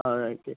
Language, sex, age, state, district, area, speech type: Malayalam, male, 30-45, Kerala, Idukki, rural, conversation